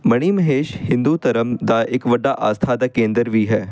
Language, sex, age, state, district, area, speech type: Punjabi, male, 18-30, Punjab, Amritsar, urban, spontaneous